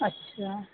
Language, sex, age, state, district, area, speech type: Sindhi, female, 30-45, Madhya Pradesh, Katni, rural, conversation